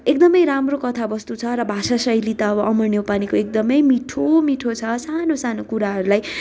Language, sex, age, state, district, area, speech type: Nepali, female, 18-30, West Bengal, Darjeeling, rural, spontaneous